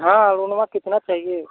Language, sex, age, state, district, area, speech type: Hindi, male, 30-45, Uttar Pradesh, Prayagraj, urban, conversation